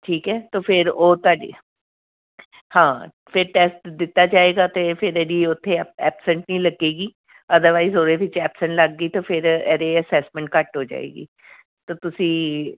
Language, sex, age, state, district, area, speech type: Punjabi, female, 45-60, Punjab, Tarn Taran, urban, conversation